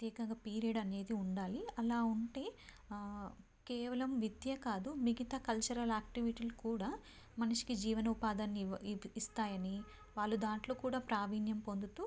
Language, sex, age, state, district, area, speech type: Telugu, female, 18-30, Telangana, Karimnagar, rural, spontaneous